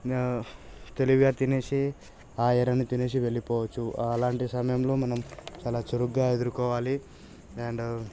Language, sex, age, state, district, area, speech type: Telugu, male, 30-45, Telangana, Hyderabad, rural, spontaneous